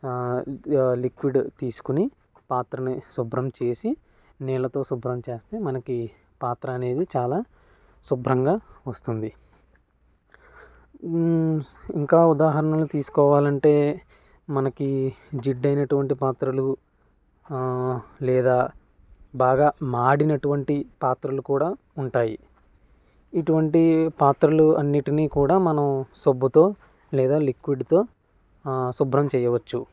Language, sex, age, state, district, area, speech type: Telugu, male, 18-30, Andhra Pradesh, Konaseema, rural, spontaneous